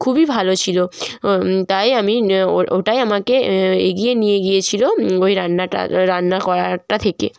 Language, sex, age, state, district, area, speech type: Bengali, female, 30-45, West Bengal, Jalpaiguri, rural, spontaneous